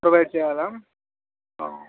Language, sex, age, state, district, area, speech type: Telugu, male, 18-30, Andhra Pradesh, Srikakulam, urban, conversation